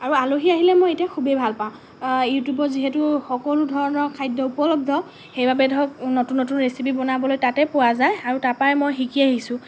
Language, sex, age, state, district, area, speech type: Assamese, female, 18-30, Assam, Lakhimpur, urban, spontaneous